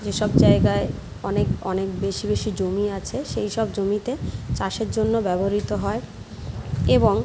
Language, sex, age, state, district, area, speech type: Bengali, female, 30-45, West Bengal, Jhargram, rural, spontaneous